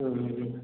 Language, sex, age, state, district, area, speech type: Tamil, male, 30-45, Tamil Nadu, Cuddalore, rural, conversation